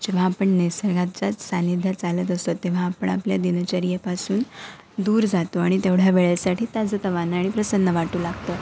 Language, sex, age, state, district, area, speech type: Marathi, female, 18-30, Maharashtra, Ratnagiri, urban, spontaneous